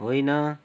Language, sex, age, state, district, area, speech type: Nepali, male, 30-45, West Bengal, Kalimpong, rural, read